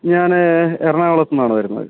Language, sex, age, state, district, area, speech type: Malayalam, male, 30-45, Kerala, Kannur, rural, conversation